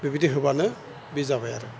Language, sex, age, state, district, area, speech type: Bodo, male, 60+, Assam, Chirang, rural, spontaneous